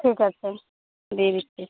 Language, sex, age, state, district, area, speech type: Bengali, female, 30-45, West Bengal, Malda, urban, conversation